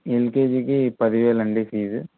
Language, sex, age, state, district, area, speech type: Telugu, male, 18-30, Andhra Pradesh, Anantapur, urban, conversation